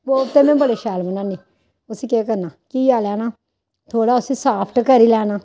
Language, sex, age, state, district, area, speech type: Dogri, female, 45-60, Jammu and Kashmir, Samba, rural, spontaneous